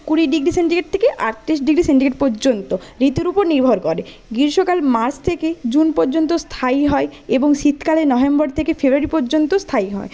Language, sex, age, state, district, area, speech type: Bengali, female, 18-30, West Bengal, Purba Medinipur, rural, spontaneous